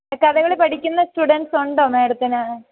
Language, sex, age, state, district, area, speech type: Malayalam, female, 30-45, Kerala, Idukki, rural, conversation